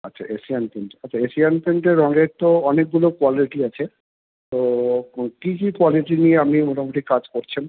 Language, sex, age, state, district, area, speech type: Bengali, male, 30-45, West Bengal, Purba Bardhaman, urban, conversation